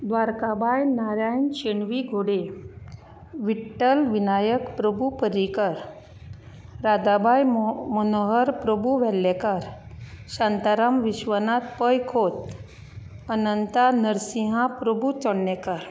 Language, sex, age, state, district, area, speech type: Goan Konkani, female, 45-60, Goa, Bardez, urban, spontaneous